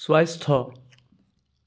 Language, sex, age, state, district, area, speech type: Assamese, male, 18-30, Assam, Sonitpur, rural, read